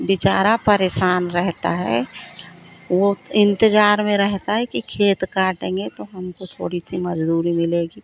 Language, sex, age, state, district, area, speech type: Hindi, female, 45-60, Madhya Pradesh, Seoni, urban, spontaneous